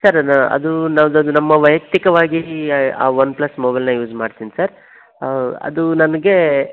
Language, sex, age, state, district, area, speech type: Kannada, male, 18-30, Karnataka, Koppal, rural, conversation